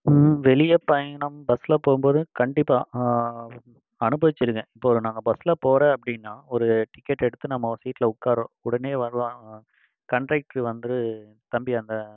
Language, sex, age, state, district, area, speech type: Tamil, male, 30-45, Tamil Nadu, Coimbatore, rural, spontaneous